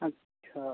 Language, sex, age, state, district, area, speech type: Bengali, male, 30-45, West Bengal, Paschim Medinipur, urban, conversation